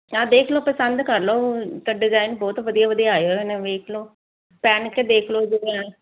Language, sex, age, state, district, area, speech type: Punjabi, female, 30-45, Punjab, Firozpur, urban, conversation